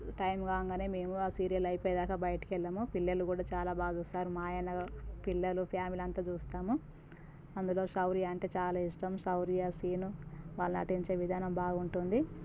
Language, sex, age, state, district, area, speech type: Telugu, female, 30-45, Telangana, Jangaon, rural, spontaneous